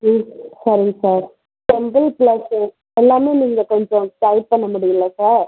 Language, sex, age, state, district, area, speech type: Tamil, female, 30-45, Tamil Nadu, Pudukkottai, urban, conversation